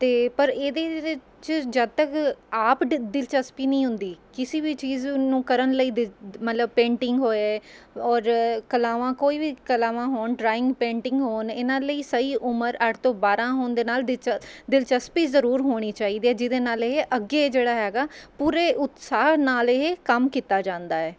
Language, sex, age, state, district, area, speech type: Punjabi, female, 30-45, Punjab, Mohali, urban, spontaneous